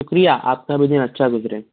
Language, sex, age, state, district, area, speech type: Urdu, male, 60+, Maharashtra, Nashik, urban, conversation